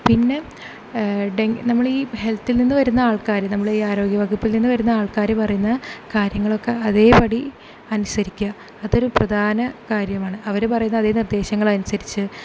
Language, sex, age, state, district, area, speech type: Malayalam, female, 18-30, Kerala, Thrissur, urban, spontaneous